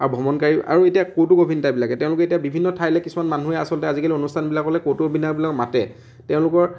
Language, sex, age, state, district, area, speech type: Assamese, male, 30-45, Assam, Dibrugarh, rural, spontaneous